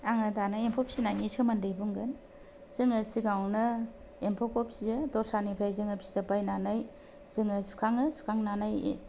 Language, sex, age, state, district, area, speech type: Bodo, female, 30-45, Assam, Kokrajhar, rural, spontaneous